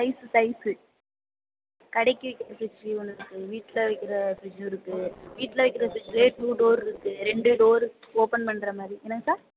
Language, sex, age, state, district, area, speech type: Tamil, female, 18-30, Tamil Nadu, Nagapattinam, rural, conversation